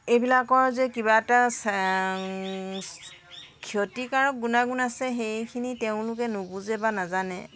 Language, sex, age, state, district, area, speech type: Assamese, female, 60+, Assam, Tinsukia, rural, spontaneous